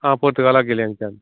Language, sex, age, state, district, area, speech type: Goan Konkani, male, 45-60, Goa, Canacona, rural, conversation